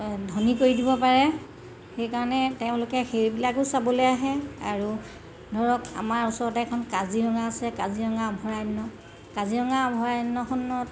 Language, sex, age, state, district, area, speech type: Assamese, female, 60+, Assam, Golaghat, urban, spontaneous